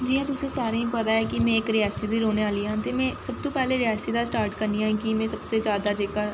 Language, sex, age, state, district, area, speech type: Dogri, female, 18-30, Jammu and Kashmir, Reasi, urban, spontaneous